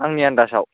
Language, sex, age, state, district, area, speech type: Bodo, male, 18-30, Assam, Kokrajhar, rural, conversation